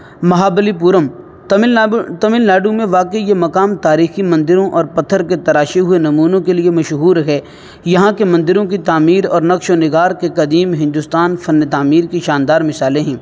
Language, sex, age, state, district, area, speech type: Urdu, male, 18-30, Uttar Pradesh, Saharanpur, urban, spontaneous